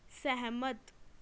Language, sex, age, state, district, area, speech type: Punjabi, female, 18-30, Punjab, Patiala, urban, read